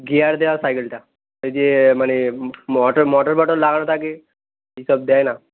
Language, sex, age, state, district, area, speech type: Bengali, male, 18-30, West Bengal, North 24 Parganas, urban, conversation